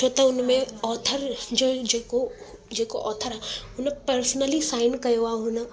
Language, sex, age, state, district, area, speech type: Sindhi, female, 18-30, Delhi, South Delhi, urban, spontaneous